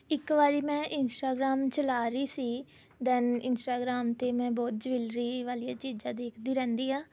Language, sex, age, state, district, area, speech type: Punjabi, female, 18-30, Punjab, Rupnagar, urban, spontaneous